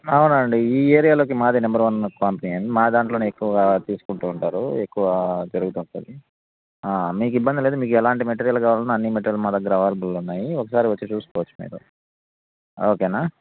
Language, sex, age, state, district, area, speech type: Telugu, male, 30-45, Andhra Pradesh, Anantapur, urban, conversation